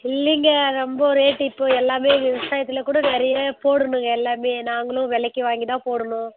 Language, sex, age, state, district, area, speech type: Tamil, female, 30-45, Tamil Nadu, Tirupattur, rural, conversation